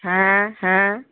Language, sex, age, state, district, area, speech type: Bengali, female, 45-60, West Bengal, Kolkata, urban, conversation